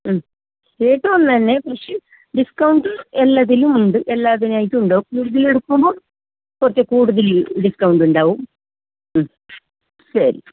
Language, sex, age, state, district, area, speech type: Malayalam, female, 60+, Kerala, Kasaragod, rural, conversation